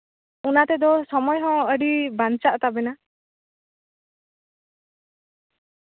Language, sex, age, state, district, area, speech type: Santali, female, 18-30, West Bengal, Malda, rural, conversation